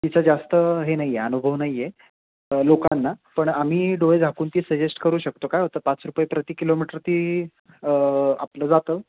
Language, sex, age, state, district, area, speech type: Marathi, male, 30-45, Maharashtra, Nashik, urban, conversation